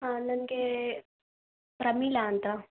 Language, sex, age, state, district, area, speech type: Kannada, female, 30-45, Karnataka, Davanagere, urban, conversation